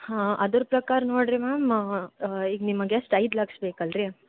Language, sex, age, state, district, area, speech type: Kannada, female, 18-30, Karnataka, Gulbarga, urban, conversation